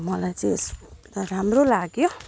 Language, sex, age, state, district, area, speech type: Nepali, female, 45-60, West Bengal, Alipurduar, urban, spontaneous